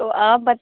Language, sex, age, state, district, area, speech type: Urdu, female, 18-30, Delhi, East Delhi, urban, conversation